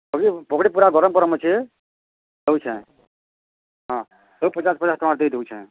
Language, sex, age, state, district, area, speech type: Odia, male, 45-60, Odisha, Bargarh, urban, conversation